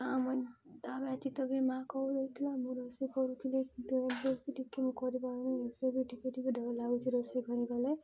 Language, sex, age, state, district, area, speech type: Odia, female, 18-30, Odisha, Malkangiri, urban, spontaneous